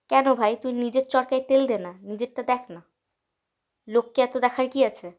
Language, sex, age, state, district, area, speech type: Bengali, female, 18-30, West Bengal, Malda, rural, spontaneous